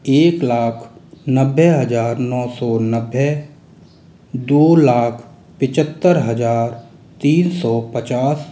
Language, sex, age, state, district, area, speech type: Hindi, male, 30-45, Rajasthan, Jaipur, rural, spontaneous